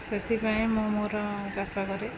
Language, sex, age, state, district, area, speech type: Odia, female, 30-45, Odisha, Jagatsinghpur, rural, spontaneous